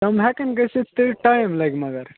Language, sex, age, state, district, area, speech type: Kashmiri, male, 18-30, Jammu and Kashmir, Kupwara, urban, conversation